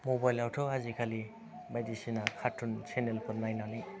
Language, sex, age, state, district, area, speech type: Bodo, male, 45-60, Assam, Chirang, rural, spontaneous